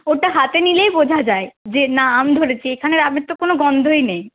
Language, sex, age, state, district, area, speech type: Bengali, female, 30-45, West Bengal, Purulia, urban, conversation